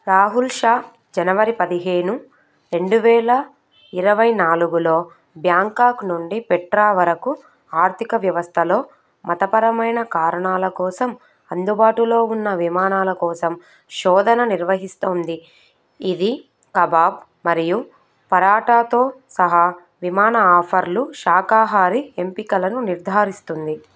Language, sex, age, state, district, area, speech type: Telugu, female, 30-45, Telangana, Medchal, urban, read